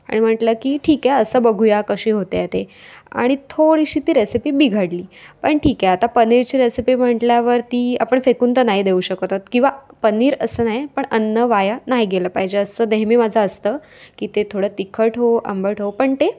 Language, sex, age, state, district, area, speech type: Marathi, female, 18-30, Maharashtra, Raigad, rural, spontaneous